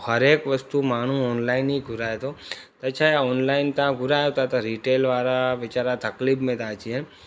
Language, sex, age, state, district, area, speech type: Sindhi, male, 30-45, Gujarat, Surat, urban, spontaneous